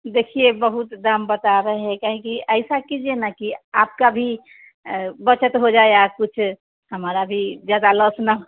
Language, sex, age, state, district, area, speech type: Hindi, female, 60+, Bihar, Vaishali, urban, conversation